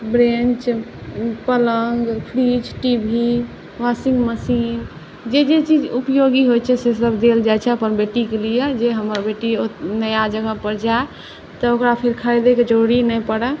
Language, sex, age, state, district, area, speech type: Maithili, female, 18-30, Bihar, Saharsa, urban, spontaneous